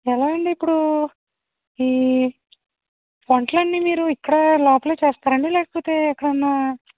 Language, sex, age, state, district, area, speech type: Telugu, female, 45-60, Andhra Pradesh, East Godavari, rural, conversation